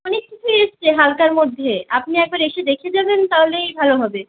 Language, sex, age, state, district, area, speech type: Bengali, female, 30-45, West Bengal, Purulia, rural, conversation